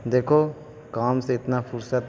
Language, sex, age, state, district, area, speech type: Urdu, male, 18-30, Bihar, Gaya, urban, spontaneous